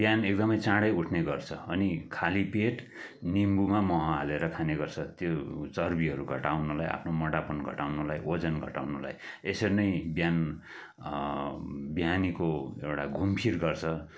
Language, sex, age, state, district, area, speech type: Nepali, male, 45-60, West Bengal, Kalimpong, rural, spontaneous